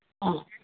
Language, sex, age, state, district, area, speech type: Manipuri, female, 60+, Manipur, Imphal East, rural, conversation